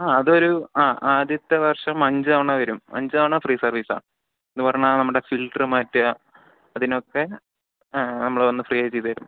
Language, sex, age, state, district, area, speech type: Malayalam, male, 30-45, Kerala, Palakkad, rural, conversation